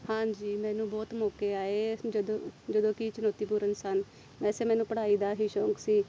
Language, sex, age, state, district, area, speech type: Punjabi, female, 30-45, Punjab, Amritsar, urban, spontaneous